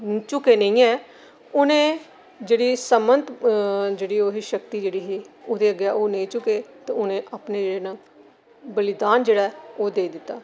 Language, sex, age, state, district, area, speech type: Dogri, female, 60+, Jammu and Kashmir, Jammu, urban, spontaneous